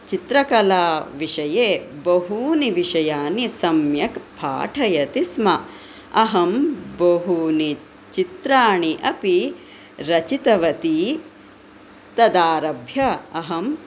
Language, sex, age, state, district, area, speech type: Sanskrit, female, 45-60, Karnataka, Chikkaballapur, urban, spontaneous